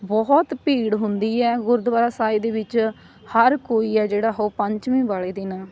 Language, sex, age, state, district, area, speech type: Punjabi, female, 30-45, Punjab, Patiala, urban, spontaneous